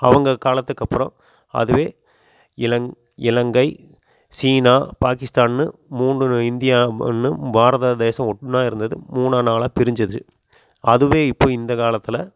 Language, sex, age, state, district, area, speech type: Tamil, male, 30-45, Tamil Nadu, Coimbatore, rural, spontaneous